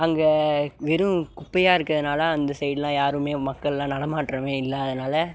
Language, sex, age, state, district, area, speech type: Tamil, male, 18-30, Tamil Nadu, Mayiladuthurai, urban, spontaneous